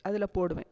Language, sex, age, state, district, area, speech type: Tamil, female, 45-60, Tamil Nadu, Thanjavur, urban, spontaneous